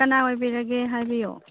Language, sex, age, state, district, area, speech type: Manipuri, female, 18-30, Manipur, Churachandpur, rural, conversation